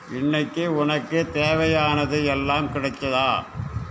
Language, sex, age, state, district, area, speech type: Tamil, male, 60+, Tamil Nadu, Cuddalore, rural, read